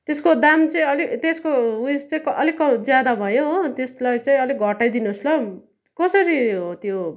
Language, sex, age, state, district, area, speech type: Nepali, female, 45-60, West Bengal, Darjeeling, rural, spontaneous